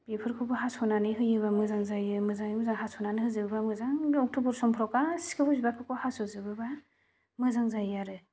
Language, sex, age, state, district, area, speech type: Bodo, female, 30-45, Assam, Chirang, rural, spontaneous